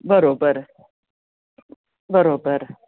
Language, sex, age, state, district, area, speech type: Marathi, female, 45-60, Maharashtra, Pune, urban, conversation